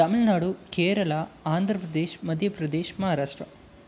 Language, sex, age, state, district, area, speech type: Tamil, male, 18-30, Tamil Nadu, Krishnagiri, rural, spontaneous